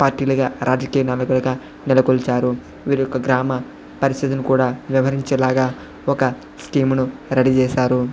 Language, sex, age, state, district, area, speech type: Telugu, male, 45-60, Andhra Pradesh, Chittoor, urban, spontaneous